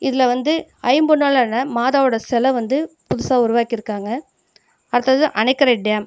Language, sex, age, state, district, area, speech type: Tamil, female, 30-45, Tamil Nadu, Ariyalur, rural, spontaneous